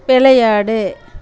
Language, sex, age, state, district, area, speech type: Tamil, female, 45-60, Tamil Nadu, Namakkal, rural, read